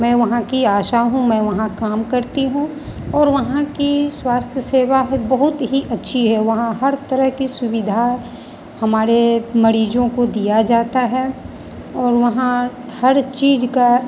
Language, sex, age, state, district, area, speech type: Hindi, female, 45-60, Bihar, Madhepura, rural, spontaneous